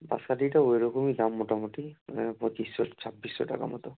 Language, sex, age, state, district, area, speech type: Bengali, male, 18-30, West Bengal, Murshidabad, urban, conversation